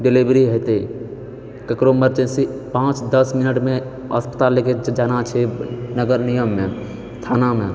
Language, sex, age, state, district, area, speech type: Maithili, male, 30-45, Bihar, Purnia, rural, spontaneous